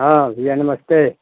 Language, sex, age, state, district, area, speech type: Hindi, male, 60+, Uttar Pradesh, Ghazipur, rural, conversation